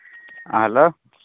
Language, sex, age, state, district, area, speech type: Santali, male, 18-30, Jharkhand, Pakur, rural, conversation